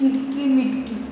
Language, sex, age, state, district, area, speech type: Goan Konkani, female, 18-30, Goa, Murmgao, rural, spontaneous